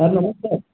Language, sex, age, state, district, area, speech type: Odia, male, 18-30, Odisha, Rayagada, urban, conversation